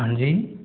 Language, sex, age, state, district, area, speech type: Hindi, male, 45-60, Rajasthan, Karauli, rural, conversation